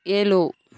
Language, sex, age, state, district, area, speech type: Tamil, female, 18-30, Tamil Nadu, Thoothukudi, urban, read